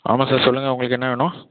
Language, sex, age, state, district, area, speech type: Tamil, male, 18-30, Tamil Nadu, Mayiladuthurai, rural, conversation